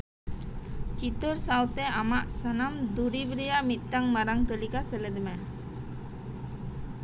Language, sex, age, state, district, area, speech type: Santali, female, 30-45, West Bengal, Birbhum, rural, read